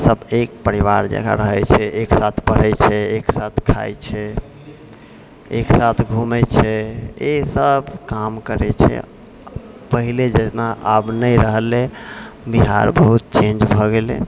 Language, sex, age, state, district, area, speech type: Maithili, male, 60+, Bihar, Purnia, urban, spontaneous